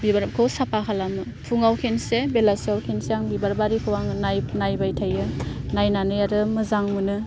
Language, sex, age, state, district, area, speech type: Bodo, female, 18-30, Assam, Udalguri, rural, spontaneous